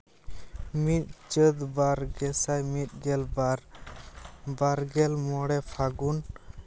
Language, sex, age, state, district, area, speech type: Santali, male, 18-30, West Bengal, Jhargram, rural, spontaneous